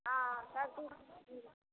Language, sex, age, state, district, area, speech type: Maithili, female, 45-60, Bihar, Darbhanga, rural, conversation